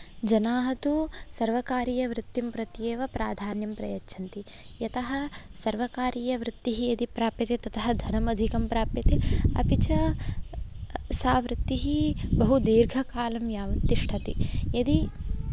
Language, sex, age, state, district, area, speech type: Sanskrit, female, 18-30, Karnataka, Davanagere, urban, spontaneous